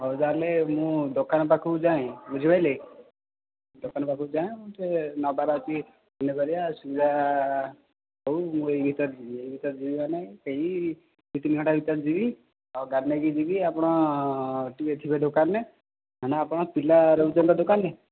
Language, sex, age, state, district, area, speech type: Odia, male, 18-30, Odisha, Jajpur, rural, conversation